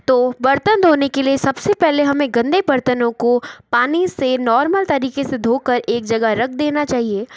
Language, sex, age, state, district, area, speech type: Hindi, female, 45-60, Rajasthan, Jodhpur, urban, spontaneous